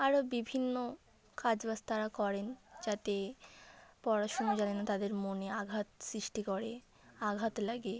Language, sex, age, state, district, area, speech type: Bengali, female, 18-30, West Bengal, South 24 Parganas, rural, spontaneous